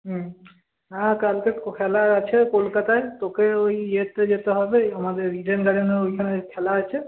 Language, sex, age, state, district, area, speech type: Bengali, male, 18-30, West Bengal, Paschim Bardhaman, urban, conversation